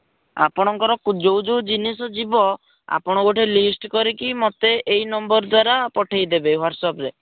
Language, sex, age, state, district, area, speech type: Odia, male, 18-30, Odisha, Jagatsinghpur, rural, conversation